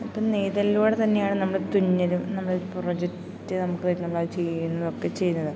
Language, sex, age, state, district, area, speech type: Malayalam, female, 18-30, Kerala, Idukki, rural, spontaneous